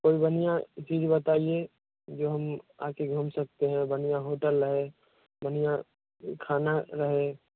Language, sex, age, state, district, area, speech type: Hindi, male, 18-30, Bihar, Vaishali, rural, conversation